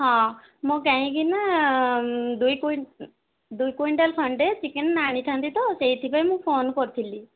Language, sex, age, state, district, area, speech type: Odia, female, 18-30, Odisha, Kandhamal, rural, conversation